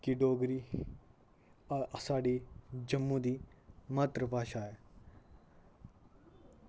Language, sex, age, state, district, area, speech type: Dogri, male, 18-30, Jammu and Kashmir, Kathua, rural, spontaneous